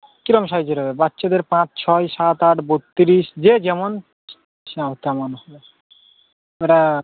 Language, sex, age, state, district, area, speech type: Bengali, male, 18-30, West Bengal, Howrah, urban, conversation